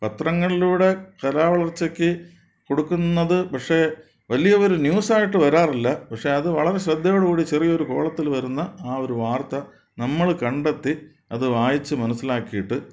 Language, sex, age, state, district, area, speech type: Malayalam, male, 60+, Kerala, Thiruvananthapuram, urban, spontaneous